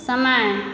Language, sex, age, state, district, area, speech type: Maithili, female, 18-30, Bihar, Supaul, rural, read